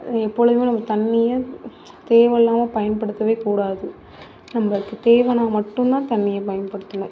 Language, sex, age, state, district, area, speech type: Tamil, female, 18-30, Tamil Nadu, Mayiladuthurai, urban, spontaneous